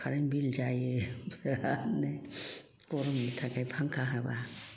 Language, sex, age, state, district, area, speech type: Bodo, female, 60+, Assam, Kokrajhar, rural, spontaneous